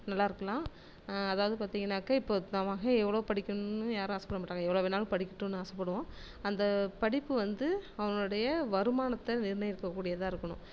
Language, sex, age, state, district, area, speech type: Tamil, female, 30-45, Tamil Nadu, Tiruchirappalli, rural, spontaneous